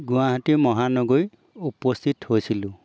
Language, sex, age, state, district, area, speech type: Assamese, male, 60+, Assam, Golaghat, urban, spontaneous